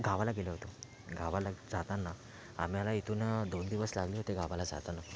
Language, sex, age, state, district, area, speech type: Marathi, male, 18-30, Maharashtra, Thane, urban, spontaneous